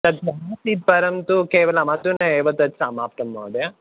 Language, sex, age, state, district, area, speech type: Sanskrit, male, 18-30, Kerala, Kottayam, urban, conversation